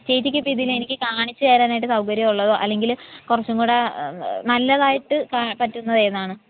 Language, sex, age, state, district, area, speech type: Malayalam, female, 18-30, Kerala, Pathanamthitta, urban, conversation